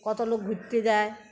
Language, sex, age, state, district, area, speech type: Bengali, female, 45-60, West Bengal, Uttar Dinajpur, rural, spontaneous